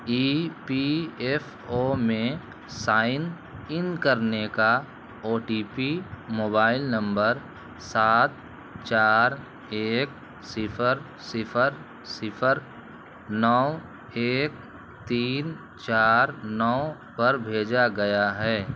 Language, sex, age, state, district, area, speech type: Urdu, male, 30-45, Bihar, Purnia, rural, read